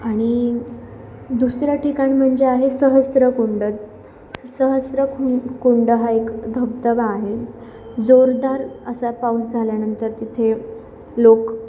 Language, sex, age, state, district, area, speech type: Marathi, female, 18-30, Maharashtra, Nanded, rural, spontaneous